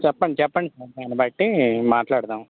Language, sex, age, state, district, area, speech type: Telugu, male, 18-30, Telangana, Khammam, urban, conversation